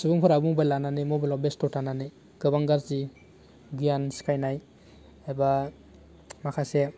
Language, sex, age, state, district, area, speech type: Bodo, male, 18-30, Assam, Baksa, rural, spontaneous